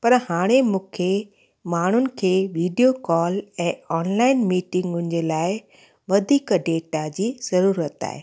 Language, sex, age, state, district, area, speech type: Sindhi, female, 45-60, Gujarat, Kutch, urban, spontaneous